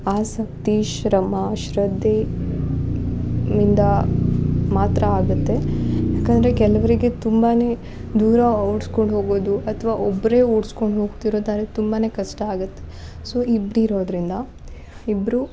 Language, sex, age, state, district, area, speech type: Kannada, female, 18-30, Karnataka, Uttara Kannada, rural, spontaneous